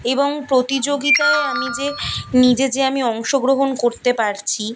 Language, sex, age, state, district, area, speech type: Bengali, female, 18-30, West Bengal, Kolkata, urban, spontaneous